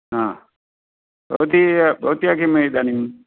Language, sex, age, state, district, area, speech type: Sanskrit, male, 60+, Karnataka, Dakshina Kannada, rural, conversation